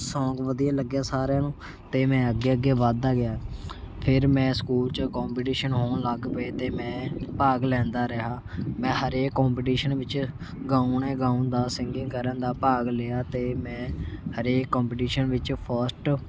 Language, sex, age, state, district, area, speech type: Punjabi, male, 18-30, Punjab, Shaheed Bhagat Singh Nagar, rural, spontaneous